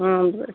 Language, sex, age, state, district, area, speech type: Kannada, female, 60+, Karnataka, Gadag, rural, conversation